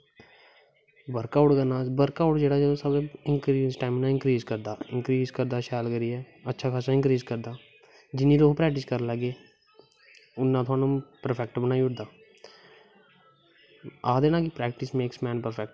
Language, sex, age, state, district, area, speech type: Dogri, male, 18-30, Jammu and Kashmir, Kathua, rural, spontaneous